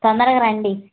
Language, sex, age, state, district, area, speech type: Telugu, female, 18-30, Andhra Pradesh, N T Rama Rao, urban, conversation